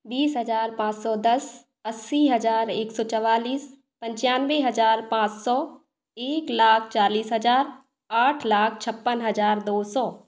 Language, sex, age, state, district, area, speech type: Hindi, female, 18-30, Madhya Pradesh, Hoshangabad, rural, spontaneous